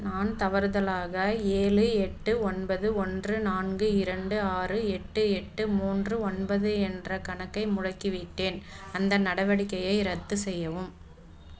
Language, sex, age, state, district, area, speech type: Tamil, female, 30-45, Tamil Nadu, Dharmapuri, rural, read